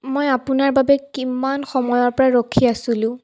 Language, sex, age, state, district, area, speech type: Assamese, female, 18-30, Assam, Sonitpur, rural, spontaneous